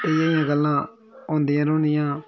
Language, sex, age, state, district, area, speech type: Dogri, male, 30-45, Jammu and Kashmir, Udhampur, rural, spontaneous